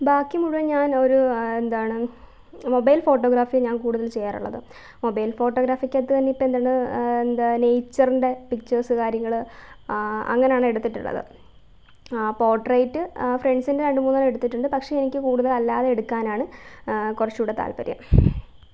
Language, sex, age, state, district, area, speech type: Malayalam, female, 18-30, Kerala, Alappuzha, rural, spontaneous